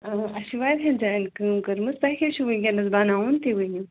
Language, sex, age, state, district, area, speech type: Kashmiri, female, 18-30, Jammu and Kashmir, Ganderbal, rural, conversation